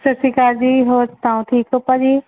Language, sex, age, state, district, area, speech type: Punjabi, female, 30-45, Punjab, Barnala, rural, conversation